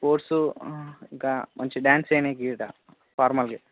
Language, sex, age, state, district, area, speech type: Telugu, male, 18-30, Telangana, Jangaon, urban, conversation